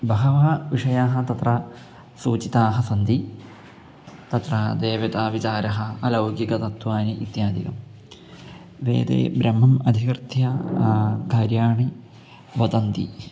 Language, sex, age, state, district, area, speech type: Sanskrit, male, 18-30, Kerala, Kozhikode, rural, spontaneous